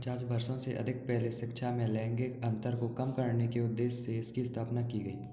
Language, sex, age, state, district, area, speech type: Hindi, male, 18-30, Madhya Pradesh, Gwalior, urban, read